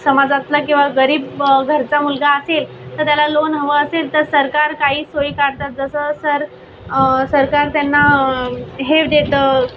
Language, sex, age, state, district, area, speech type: Marathi, female, 18-30, Maharashtra, Buldhana, rural, spontaneous